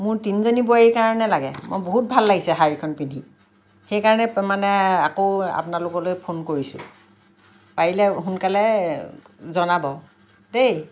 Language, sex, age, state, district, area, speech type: Assamese, female, 60+, Assam, Lakhimpur, rural, spontaneous